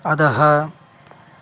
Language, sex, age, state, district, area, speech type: Sanskrit, male, 18-30, Maharashtra, Solapur, rural, read